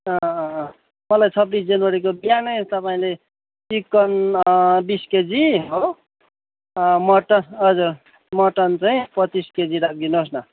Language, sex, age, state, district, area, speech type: Nepali, male, 30-45, West Bengal, Kalimpong, rural, conversation